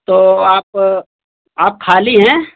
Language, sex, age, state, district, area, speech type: Hindi, male, 30-45, Uttar Pradesh, Mau, urban, conversation